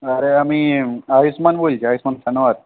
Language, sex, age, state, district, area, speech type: Bengali, male, 18-30, West Bengal, Purulia, urban, conversation